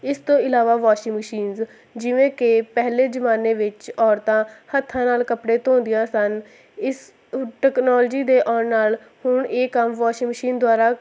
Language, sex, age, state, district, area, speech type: Punjabi, female, 18-30, Punjab, Hoshiarpur, rural, spontaneous